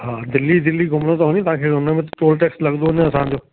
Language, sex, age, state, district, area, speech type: Sindhi, male, 60+, Delhi, South Delhi, rural, conversation